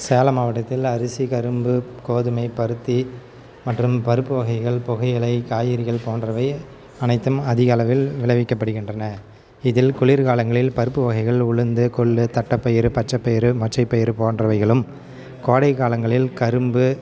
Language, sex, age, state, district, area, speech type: Tamil, male, 30-45, Tamil Nadu, Salem, rural, spontaneous